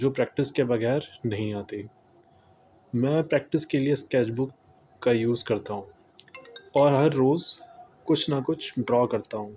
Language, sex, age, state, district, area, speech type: Urdu, male, 18-30, Delhi, North East Delhi, urban, spontaneous